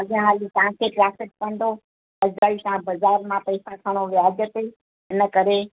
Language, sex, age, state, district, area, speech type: Sindhi, female, 60+, Gujarat, Kutch, rural, conversation